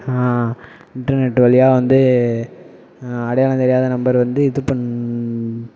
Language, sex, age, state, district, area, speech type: Tamil, male, 30-45, Tamil Nadu, Tiruvarur, rural, spontaneous